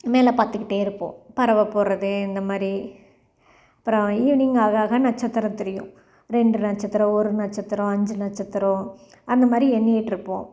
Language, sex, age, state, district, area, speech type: Tamil, female, 45-60, Tamil Nadu, Salem, rural, spontaneous